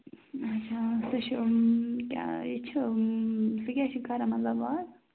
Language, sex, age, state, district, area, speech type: Kashmiri, female, 18-30, Jammu and Kashmir, Bandipora, rural, conversation